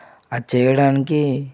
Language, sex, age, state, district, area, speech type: Telugu, male, 18-30, Telangana, Nirmal, rural, spontaneous